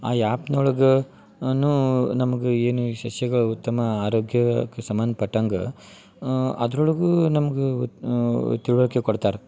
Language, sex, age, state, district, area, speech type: Kannada, male, 30-45, Karnataka, Dharwad, rural, spontaneous